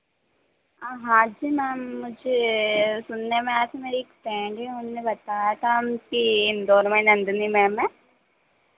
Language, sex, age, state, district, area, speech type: Hindi, female, 18-30, Madhya Pradesh, Harda, rural, conversation